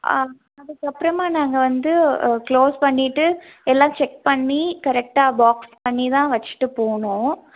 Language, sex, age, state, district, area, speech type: Tamil, female, 18-30, Tamil Nadu, Madurai, urban, conversation